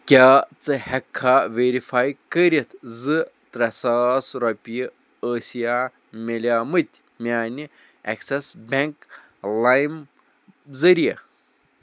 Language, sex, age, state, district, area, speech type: Kashmiri, male, 18-30, Jammu and Kashmir, Bandipora, rural, read